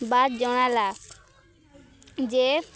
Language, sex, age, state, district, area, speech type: Odia, female, 18-30, Odisha, Nuapada, rural, spontaneous